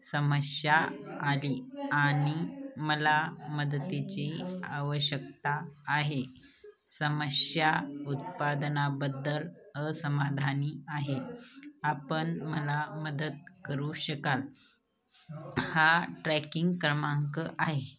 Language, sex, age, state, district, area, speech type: Marathi, female, 30-45, Maharashtra, Hingoli, urban, read